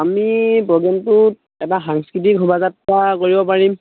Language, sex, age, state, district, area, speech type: Assamese, male, 18-30, Assam, Dhemaji, rural, conversation